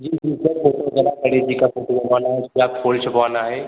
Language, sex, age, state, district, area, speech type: Hindi, male, 18-30, Uttar Pradesh, Jaunpur, urban, conversation